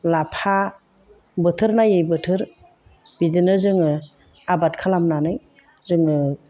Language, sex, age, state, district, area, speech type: Bodo, female, 45-60, Assam, Chirang, rural, spontaneous